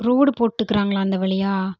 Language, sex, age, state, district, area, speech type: Tamil, female, 18-30, Tamil Nadu, Erode, rural, spontaneous